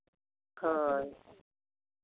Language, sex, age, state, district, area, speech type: Santali, female, 45-60, West Bengal, Uttar Dinajpur, rural, conversation